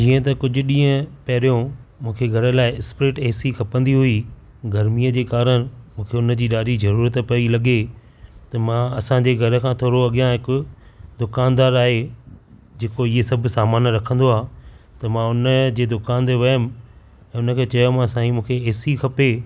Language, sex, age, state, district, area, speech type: Sindhi, male, 45-60, Maharashtra, Thane, urban, spontaneous